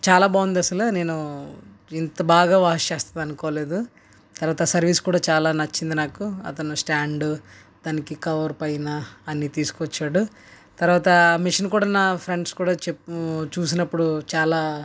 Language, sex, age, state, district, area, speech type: Telugu, male, 30-45, Andhra Pradesh, West Godavari, rural, spontaneous